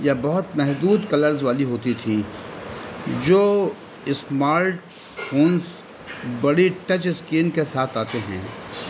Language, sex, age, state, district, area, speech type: Urdu, male, 60+, Delhi, North East Delhi, urban, spontaneous